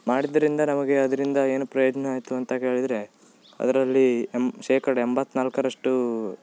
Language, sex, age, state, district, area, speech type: Kannada, male, 18-30, Karnataka, Uttara Kannada, rural, spontaneous